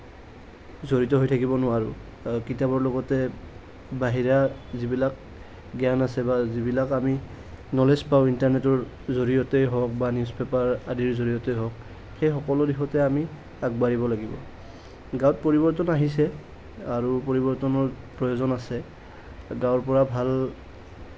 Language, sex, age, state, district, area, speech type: Assamese, male, 30-45, Assam, Nalbari, rural, spontaneous